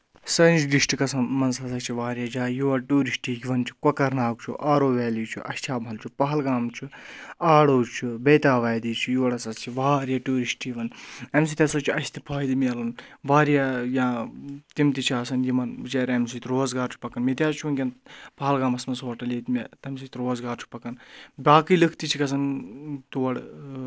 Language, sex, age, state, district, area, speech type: Kashmiri, male, 30-45, Jammu and Kashmir, Anantnag, rural, spontaneous